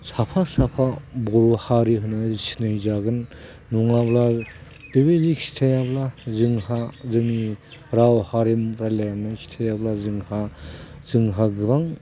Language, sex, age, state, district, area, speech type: Bodo, male, 45-60, Assam, Udalguri, rural, spontaneous